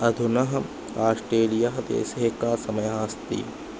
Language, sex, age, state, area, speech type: Sanskrit, male, 18-30, Uttar Pradesh, urban, read